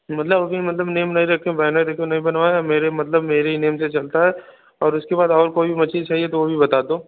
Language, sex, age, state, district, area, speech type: Hindi, male, 18-30, Uttar Pradesh, Bhadohi, urban, conversation